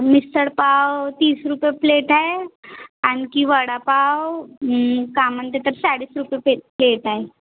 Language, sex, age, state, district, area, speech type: Marathi, female, 18-30, Maharashtra, Nagpur, urban, conversation